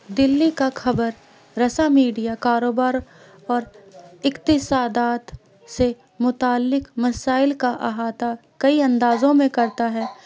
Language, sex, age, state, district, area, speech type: Urdu, female, 18-30, Delhi, Central Delhi, urban, spontaneous